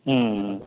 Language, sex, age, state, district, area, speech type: Tamil, male, 45-60, Tamil Nadu, Dharmapuri, urban, conversation